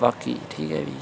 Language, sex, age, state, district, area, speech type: Dogri, male, 18-30, Jammu and Kashmir, Udhampur, rural, spontaneous